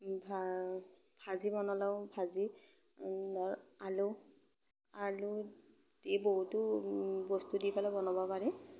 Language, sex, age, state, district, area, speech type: Assamese, female, 18-30, Assam, Darrang, rural, spontaneous